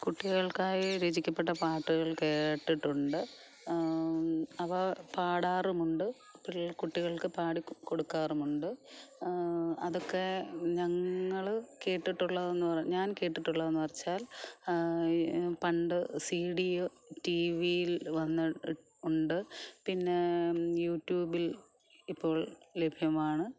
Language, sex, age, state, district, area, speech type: Malayalam, female, 45-60, Kerala, Alappuzha, rural, spontaneous